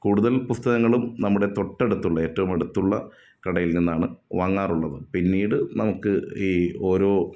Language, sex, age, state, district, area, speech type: Malayalam, male, 30-45, Kerala, Ernakulam, rural, spontaneous